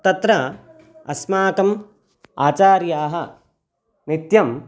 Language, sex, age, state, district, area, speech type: Sanskrit, male, 18-30, Karnataka, Chitradurga, rural, spontaneous